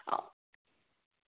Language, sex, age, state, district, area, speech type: Kannada, female, 18-30, Karnataka, Tumkur, rural, conversation